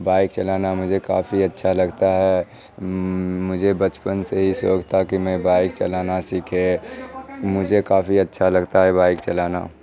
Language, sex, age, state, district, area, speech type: Urdu, male, 18-30, Bihar, Supaul, rural, spontaneous